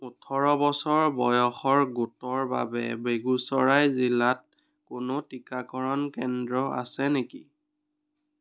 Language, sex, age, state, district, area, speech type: Assamese, male, 30-45, Assam, Biswanath, rural, read